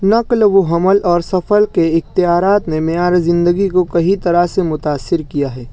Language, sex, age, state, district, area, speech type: Urdu, male, 60+, Maharashtra, Nashik, rural, spontaneous